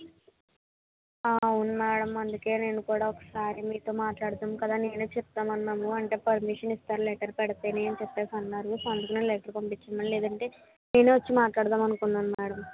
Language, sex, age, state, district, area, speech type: Telugu, female, 60+, Andhra Pradesh, Kakinada, rural, conversation